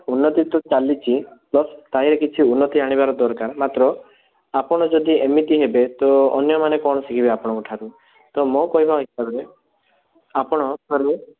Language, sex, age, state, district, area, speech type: Odia, male, 18-30, Odisha, Rayagada, urban, conversation